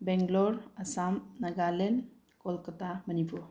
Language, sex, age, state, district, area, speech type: Manipuri, female, 30-45, Manipur, Bishnupur, rural, spontaneous